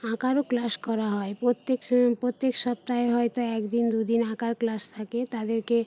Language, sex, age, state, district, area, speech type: Bengali, female, 30-45, West Bengal, Paschim Medinipur, rural, spontaneous